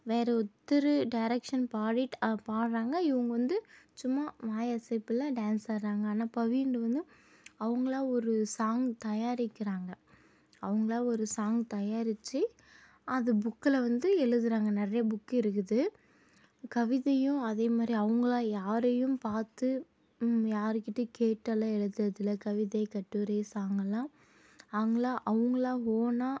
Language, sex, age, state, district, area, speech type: Tamil, female, 18-30, Tamil Nadu, Tirupattur, urban, spontaneous